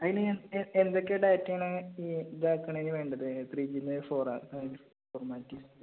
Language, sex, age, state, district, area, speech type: Malayalam, male, 18-30, Kerala, Malappuram, rural, conversation